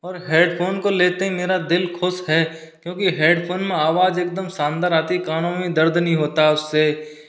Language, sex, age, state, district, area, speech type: Hindi, male, 18-30, Rajasthan, Karauli, rural, spontaneous